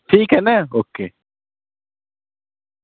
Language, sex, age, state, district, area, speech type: Urdu, male, 18-30, Uttar Pradesh, Azamgarh, urban, conversation